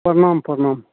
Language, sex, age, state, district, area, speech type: Maithili, male, 45-60, Bihar, Madhepura, rural, conversation